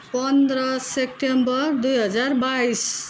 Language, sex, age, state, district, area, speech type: Nepali, female, 45-60, West Bengal, Darjeeling, rural, spontaneous